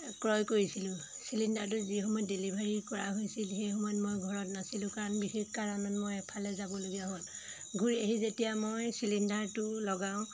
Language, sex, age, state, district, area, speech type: Assamese, female, 30-45, Assam, Golaghat, urban, spontaneous